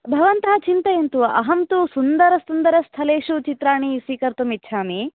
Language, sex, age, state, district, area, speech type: Sanskrit, female, 18-30, Karnataka, Koppal, rural, conversation